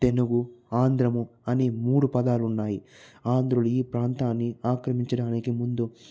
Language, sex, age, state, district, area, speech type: Telugu, male, 45-60, Andhra Pradesh, Chittoor, rural, spontaneous